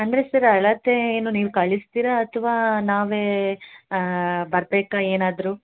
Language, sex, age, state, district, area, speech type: Kannada, female, 18-30, Karnataka, Hassan, urban, conversation